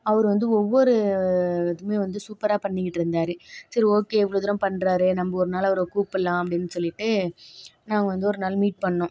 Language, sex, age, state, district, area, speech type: Tamil, female, 45-60, Tamil Nadu, Tiruvarur, rural, spontaneous